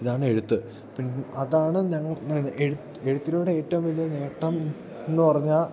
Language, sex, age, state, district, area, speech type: Malayalam, male, 18-30, Kerala, Idukki, rural, spontaneous